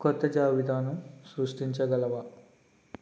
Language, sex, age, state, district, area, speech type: Telugu, male, 18-30, Andhra Pradesh, Konaseema, rural, read